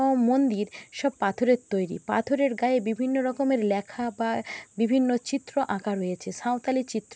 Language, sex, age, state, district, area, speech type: Bengali, female, 60+, West Bengal, Jhargram, rural, spontaneous